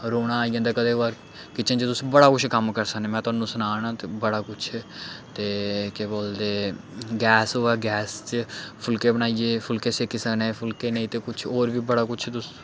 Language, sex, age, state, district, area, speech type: Dogri, male, 18-30, Jammu and Kashmir, Samba, urban, spontaneous